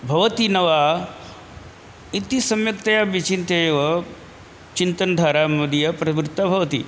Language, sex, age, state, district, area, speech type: Sanskrit, male, 60+, Uttar Pradesh, Ghazipur, urban, spontaneous